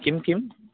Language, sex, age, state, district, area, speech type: Sanskrit, male, 18-30, West Bengal, Cooch Behar, rural, conversation